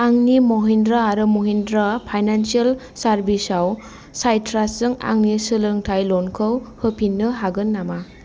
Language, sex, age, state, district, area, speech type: Bodo, female, 18-30, Assam, Kokrajhar, rural, read